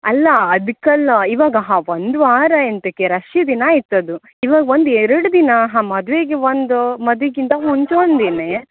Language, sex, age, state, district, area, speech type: Kannada, female, 18-30, Karnataka, Uttara Kannada, rural, conversation